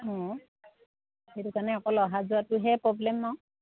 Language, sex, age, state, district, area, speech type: Assamese, female, 30-45, Assam, Sivasagar, rural, conversation